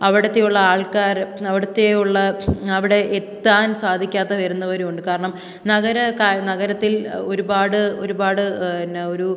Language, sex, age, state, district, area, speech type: Malayalam, female, 18-30, Kerala, Pathanamthitta, rural, spontaneous